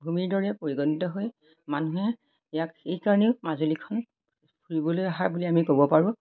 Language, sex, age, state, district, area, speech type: Assamese, female, 60+, Assam, Majuli, urban, spontaneous